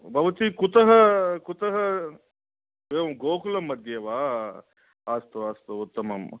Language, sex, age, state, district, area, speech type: Sanskrit, male, 45-60, Andhra Pradesh, Guntur, urban, conversation